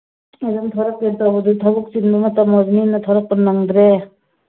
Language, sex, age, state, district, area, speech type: Manipuri, female, 60+, Manipur, Churachandpur, urban, conversation